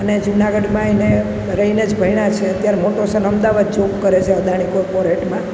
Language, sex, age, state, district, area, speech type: Gujarati, female, 45-60, Gujarat, Junagadh, rural, spontaneous